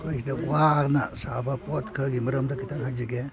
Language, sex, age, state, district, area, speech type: Manipuri, male, 60+, Manipur, Kakching, rural, spontaneous